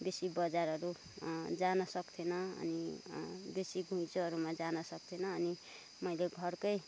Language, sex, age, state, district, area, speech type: Nepali, female, 30-45, West Bengal, Kalimpong, rural, spontaneous